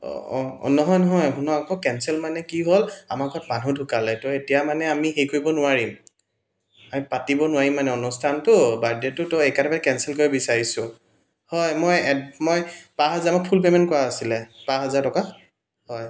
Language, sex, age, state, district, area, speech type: Assamese, male, 30-45, Assam, Dibrugarh, urban, spontaneous